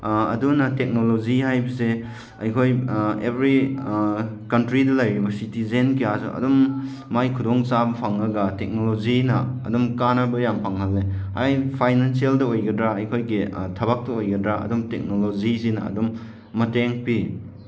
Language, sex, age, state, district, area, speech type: Manipuri, male, 30-45, Manipur, Chandel, rural, spontaneous